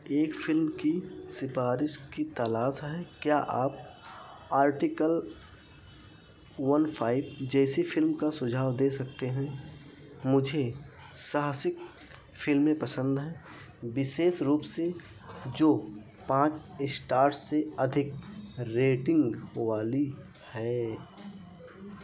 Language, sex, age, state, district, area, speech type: Hindi, male, 45-60, Uttar Pradesh, Ayodhya, rural, read